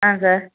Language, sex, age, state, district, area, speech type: Tamil, male, 18-30, Tamil Nadu, Krishnagiri, rural, conversation